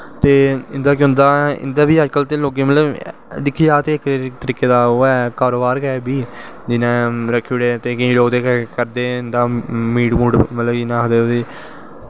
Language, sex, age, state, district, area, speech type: Dogri, male, 18-30, Jammu and Kashmir, Jammu, rural, spontaneous